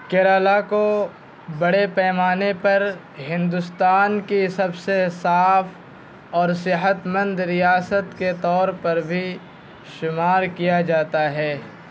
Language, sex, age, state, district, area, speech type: Urdu, male, 18-30, Bihar, Purnia, rural, read